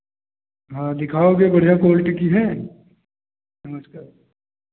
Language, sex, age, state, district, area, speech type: Hindi, male, 45-60, Uttar Pradesh, Lucknow, rural, conversation